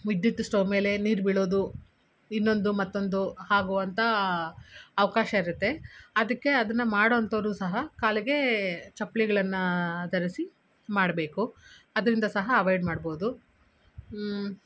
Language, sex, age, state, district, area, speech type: Kannada, female, 30-45, Karnataka, Kolar, urban, spontaneous